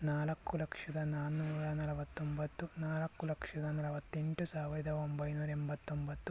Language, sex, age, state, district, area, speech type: Kannada, male, 18-30, Karnataka, Chikkaballapur, urban, spontaneous